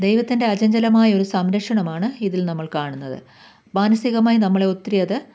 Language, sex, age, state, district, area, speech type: Malayalam, female, 45-60, Kerala, Pathanamthitta, rural, spontaneous